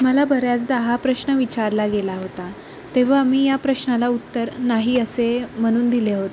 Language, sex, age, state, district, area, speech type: Marathi, female, 18-30, Maharashtra, Ratnagiri, urban, spontaneous